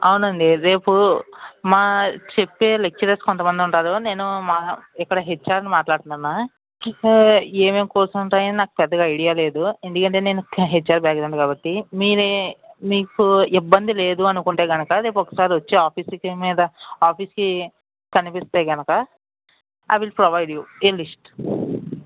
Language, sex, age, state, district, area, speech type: Telugu, male, 60+, Andhra Pradesh, West Godavari, rural, conversation